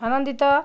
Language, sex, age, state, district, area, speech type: Odia, female, 45-60, Odisha, Bargarh, urban, read